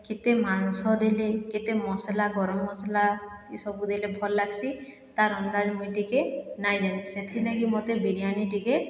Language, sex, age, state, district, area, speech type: Odia, female, 60+, Odisha, Boudh, rural, spontaneous